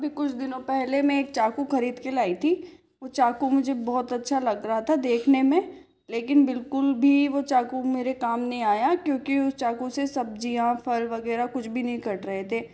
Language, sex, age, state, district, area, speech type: Hindi, female, 60+, Rajasthan, Jaipur, urban, spontaneous